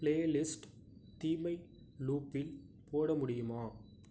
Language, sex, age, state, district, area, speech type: Tamil, male, 18-30, Tamil Nadu, Nagapattinam, rural, read